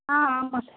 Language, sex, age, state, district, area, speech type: Tamil, female, 18-30, Tamil Nadu, Pudukkottai, rural, conversation